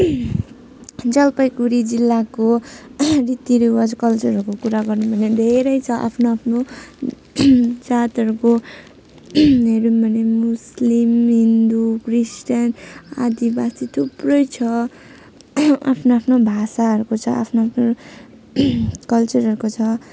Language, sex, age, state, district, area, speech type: Nepali, female, 18-30, West Bengal, Jalpaiguri, urban, spontaneous